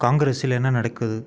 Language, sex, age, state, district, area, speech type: Tamil, male, 30-45, Tamil Nadu, Viluppuram, urban, read